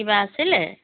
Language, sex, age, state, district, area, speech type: Assamese, female, 45-60, Assam, Dibrugarh, rural, conversation